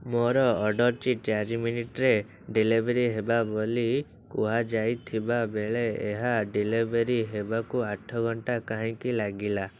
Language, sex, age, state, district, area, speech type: Odia, male, 18-30, Odisha, Cuttack, urban, read